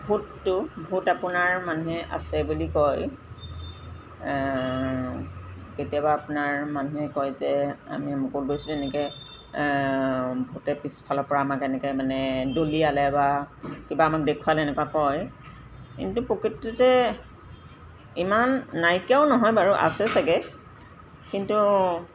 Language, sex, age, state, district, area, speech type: Assamese, female, 45-60, Assam, Golaghat, urban, spontaneous